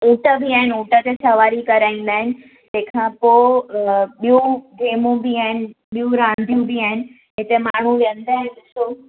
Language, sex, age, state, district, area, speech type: Sindhi, female, 18-30, Gujarat, Surat, urban, conversation